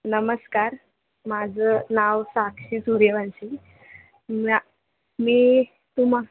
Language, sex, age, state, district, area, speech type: Marathi, female, 18-30, Maharashtra, Thane, urban, conversation